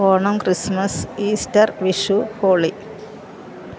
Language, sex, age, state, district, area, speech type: Malayalam, female, 60+, Kerala, Alappuzha, rural, spontaneous